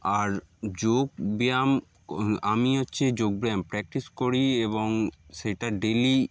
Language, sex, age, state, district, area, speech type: Bengali, male, 30-45, West Bengal, Darjeeling, urban, spontaneous